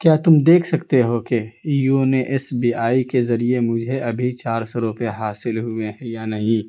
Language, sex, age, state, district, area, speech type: Urdu, male, 18-30, Uttar Pradesh, Saharanpur, urban, read